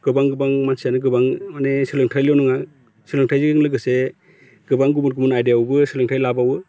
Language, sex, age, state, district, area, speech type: Bodo, male, 45-60, Assam, Baksa, rural, spontaneous